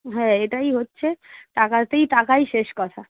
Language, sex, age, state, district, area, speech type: Bengali, female, 45-60, West Bengal, Darjeeling, urban, conversation